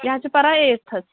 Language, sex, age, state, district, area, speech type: Kashmiri, female, 30-45, Jammu and Kashmir, Pulwama, urban, conversation